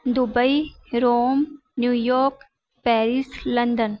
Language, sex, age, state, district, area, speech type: Sindhi, female, 30-45, Rajasthan, Ajmer, urban, spontaneous